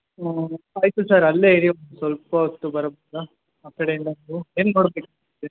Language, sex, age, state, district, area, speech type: Kannada, male, 18-30, Karnataka, Bangalore Urban, urban, conversation